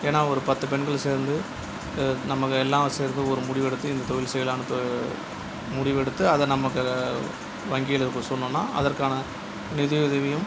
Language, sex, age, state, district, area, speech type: Tamil, male, 45-60, Tamil Nadu, Cuddalore, rural, spontaneous